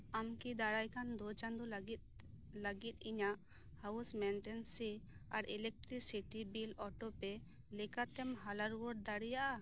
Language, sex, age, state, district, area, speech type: Santali, female, 30-45, West Bengal, Birbhum, rural, read